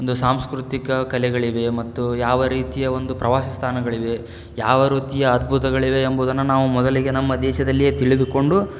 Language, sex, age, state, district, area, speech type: Kannada, male, 18-30, Karnataka, Tumkur, rural, spontaneous